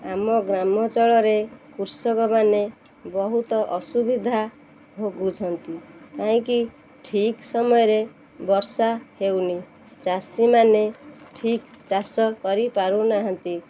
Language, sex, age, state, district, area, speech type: Odia, female, 30-45, Odisha, Kendrapara, urban, spontaneous